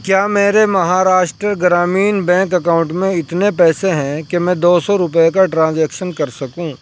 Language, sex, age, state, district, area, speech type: Urdu, male, 30-45, Uttar Pradesh, Saharanpur, urban, read